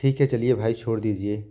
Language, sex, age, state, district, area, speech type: Hindi, male, 18-30, Uttar Pradesh, Jaunpur, rural, spontaneous